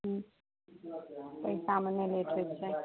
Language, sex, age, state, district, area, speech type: Maithili, female, 18-30, Bihar, Araria, rural, conversation